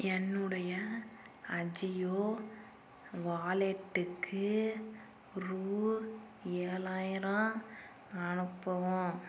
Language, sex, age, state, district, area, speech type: Tamil, female, 60+, Tamil Nadu, Dharmapuri, rural, read